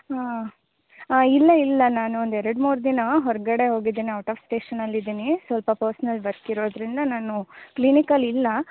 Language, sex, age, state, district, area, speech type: Kannada, female, 18-30, Karnataka, Chikkamagaluru, rural, conversation